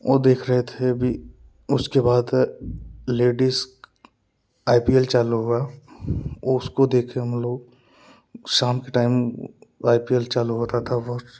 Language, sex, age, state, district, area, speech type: Hindi, male, 18-30, Uttar Pradesh, Jaunpur, urban, spontaneous